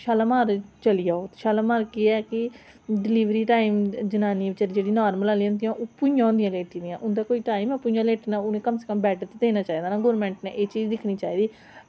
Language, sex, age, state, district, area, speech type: Dogri, female, 30-45, Jammu and Kashmir, Samba, rural, spontaneous